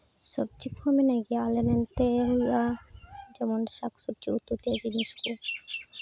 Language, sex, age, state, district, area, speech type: Santali, female, 18-30, West Bengal, Uttar Dinajpur, rural, spontaneous